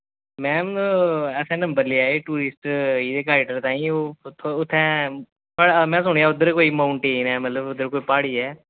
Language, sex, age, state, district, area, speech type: Dogri, male, 30-45, Jammu and Kashmir, Samba, rural, conversation